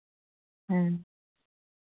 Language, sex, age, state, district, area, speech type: Santali, female, 30-45, Jharkhand, East Singhbhum, rural, conversation